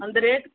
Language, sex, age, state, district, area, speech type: Tamil, female, 30-45, Tamil Nadu, Tirupattur, rural, conversation